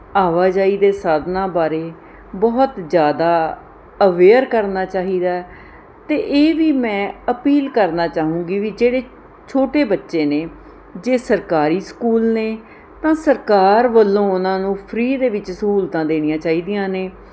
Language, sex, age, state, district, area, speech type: Punjabi, female, 45-60, Punjab, Mohali, urban, spontaneous